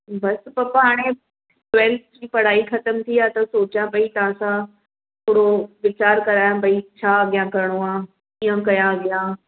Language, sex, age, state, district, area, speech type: Sindhi, female, 30-45, Maharashtra, Mumbai Suburban, urban, conversation